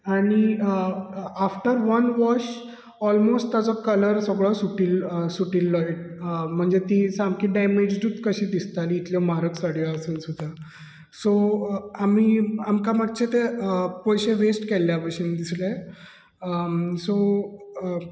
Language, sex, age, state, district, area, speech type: Goan Konkani, male, 30-45, Goa, Bardez, urban, spontaneous